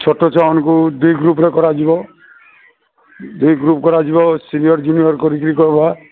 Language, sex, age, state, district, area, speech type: Odia, male, 45-60, Odisha, Sambalpur, rural, conversation